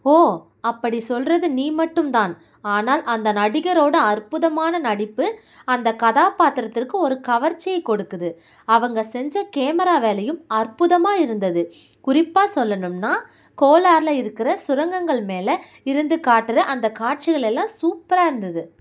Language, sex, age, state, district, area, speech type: Tamil, female, 30-45, Tamil Nadu, Chengalpattu, urban, read